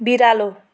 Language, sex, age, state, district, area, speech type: Nepali, female, 30-45, West Bengal, Jalpaiguri, rural, read